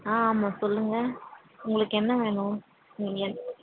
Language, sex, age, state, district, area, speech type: Tamil, female, 18-30, Tamil Nadu, Tiruvannamalai, urban, conversation